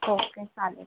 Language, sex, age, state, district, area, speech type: Marathi, female, 30-45, Maharashtra, Thane, urban, conversation